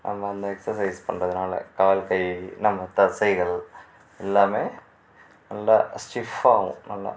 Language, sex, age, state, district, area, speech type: Tamil, male, 45-60, Tamil Nadu, Mayiladuthurai, rural, spontaneous